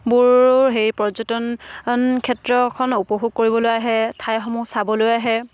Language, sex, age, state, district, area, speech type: Assamese, female, 18-30, Assam, Charaideo, rural, spontaneous